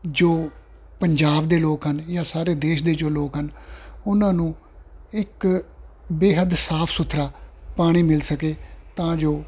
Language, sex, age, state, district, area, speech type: Punjabi, male, 45-60, Punjab, Ludhiana, urban, spontaneous